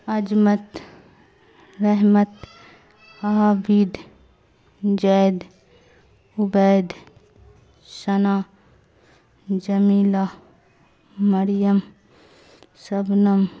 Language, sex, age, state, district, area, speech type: Urdu, female, 45-60, Bihar, Darbhanga, rural, spontaneous